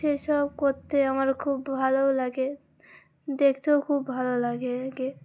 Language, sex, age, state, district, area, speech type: Bengali, female, 18-30, West Bengal, Uttar Dinajpur, urban, spontaneous